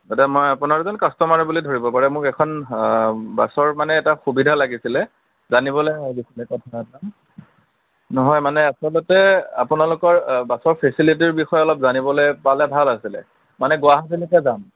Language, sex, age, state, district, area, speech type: Assamese, male, 18-30, Assam, Nagaon, rural, conversation